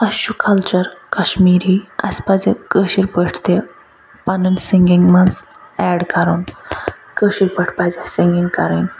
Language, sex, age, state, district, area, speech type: Kashmiri, female, 45-60, Jammu and Kashmir, Ganderbal, urban, spontaneous